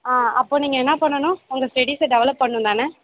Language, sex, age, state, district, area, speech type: Tamil, female, 18-30, Tamil Nadu, Perambalur, urban, conversation